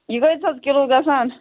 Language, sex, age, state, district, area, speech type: Kashmiri, female, 18-30, Jammu and Kashmir, Budgam, rural, conversation